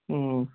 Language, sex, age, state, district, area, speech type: Sindhi, male, 18-30, Gujarat, Kutch, urban, conversation